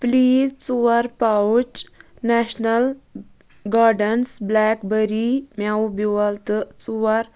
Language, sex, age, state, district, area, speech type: Kashmiri, female, 30-45, Jammu and Kashmir, Budgam, rural, read